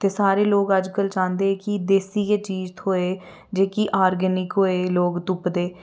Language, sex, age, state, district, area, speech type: Dogri, female, 30-45, Jammu and Kashmir, Reasi, rural, spontaneous